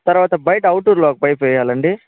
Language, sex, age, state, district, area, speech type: Telugu, male, 18-30, Andhra Pradesh, Sri Balaji, urban, conversation